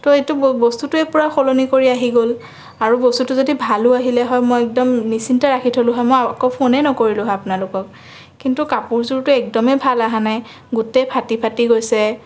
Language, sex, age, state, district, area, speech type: Assamese, female, 18-30, Assam, Sonitpur, urban, spontaneous